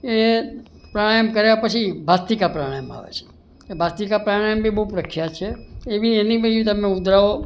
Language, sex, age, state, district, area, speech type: Gujarati, male, 60+, Gujarat, Surat, urban, spontaneous